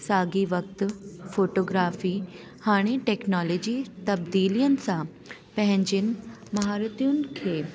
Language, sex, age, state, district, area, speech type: Sindhi, female, 18-30, Delhi, South Delhi, urban, spontaneous